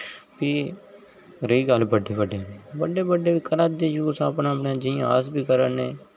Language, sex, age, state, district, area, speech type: Dogri, male, 18-30, Jammu and Kashmir, Jammu, rural, spontaneous